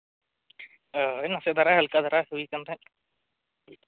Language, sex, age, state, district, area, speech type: Santali, male, 18-30, Jharkhand, East Singhbhum, rural, conversation